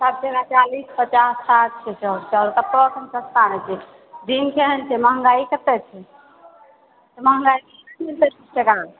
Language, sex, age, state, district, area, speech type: Maithili, female, 45-60, Bihar, Purnia, rural, conversation